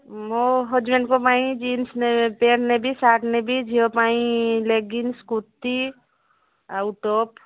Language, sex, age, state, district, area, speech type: Odia, female, 45-60, Odisha, Mayurbhanj, rural, conversation